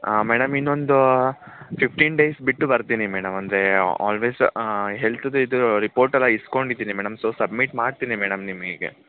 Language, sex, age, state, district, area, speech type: Kannada, male, 18-30, Karnataka, Kodagu, rural, conversation